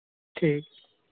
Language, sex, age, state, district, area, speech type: Hindi, male, 60+, Uttar Pradesh, Hardoi, rural, conversation